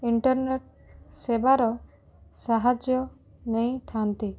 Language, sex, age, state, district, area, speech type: Odia, female, 18-30, Odisha, Rayagada, rural, spontaneous